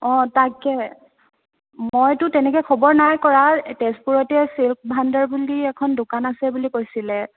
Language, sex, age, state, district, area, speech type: Assamese, female, 18-30, Assam, Sonitpur, rural, conversation